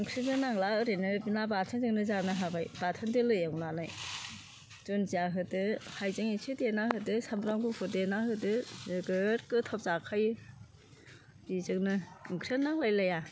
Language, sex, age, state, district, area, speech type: Bodo, female, 60+, Assam, Chirang, rural, spontaneous